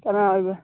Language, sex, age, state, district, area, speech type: Manipuri, female, 45-60, Manipur, Churachandpur, urban, conversation